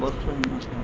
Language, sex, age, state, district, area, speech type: Punjabi, male, 60+, Punjab, Mohali, rural, spontaneous